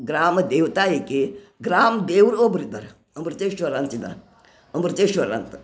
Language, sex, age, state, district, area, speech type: Kannada, female, 60+, Karnataka, Gadag, rural, spontaneous